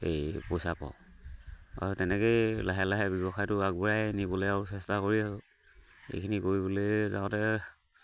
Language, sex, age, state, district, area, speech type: Assamese, male, 45-60, Assam, Charaideo, rural, spontaneous